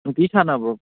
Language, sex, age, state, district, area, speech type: Manipuri, male, 18-30, Manipur, Kangpokpi, urban, conversation